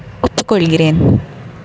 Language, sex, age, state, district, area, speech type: Tamil, female, 18-30, Tamil Nadu, Tenkasi, urban, read